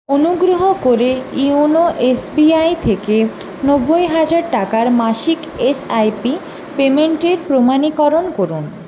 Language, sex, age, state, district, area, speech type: Bengali, female, 18-30, West Bengal, Purulia, urban, read